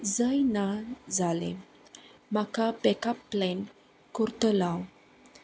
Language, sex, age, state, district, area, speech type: Goan Konkani, female, 30-45, Goa, Salcete, rural, spontaneous